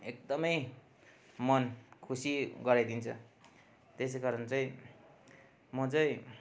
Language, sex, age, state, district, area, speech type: Nepali, male, 45-60, West Bengal, Darjeeling, urban, spontaneous